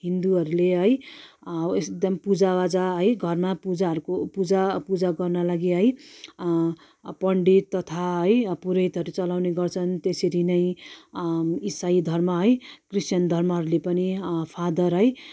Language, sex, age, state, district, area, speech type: Nepali, female, 45-60, West Bengal, Darjeeling, rural, spontaneous